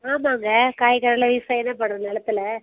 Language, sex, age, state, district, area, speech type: Tamil, female, 30-45, Tamil Nadu, Tirupattur, rural, conversation